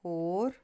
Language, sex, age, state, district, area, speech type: Punjabi, female, 30-45, Punjab, Fazilka, rural, read